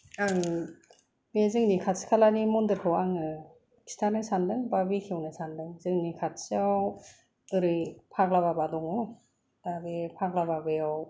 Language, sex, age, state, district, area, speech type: Bodo, female, 45-60, Assam, Kokrajhar, rural, spontaneous